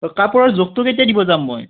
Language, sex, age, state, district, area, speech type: Assamese, male, 45-60, Assam, Morigaon, rural, conversation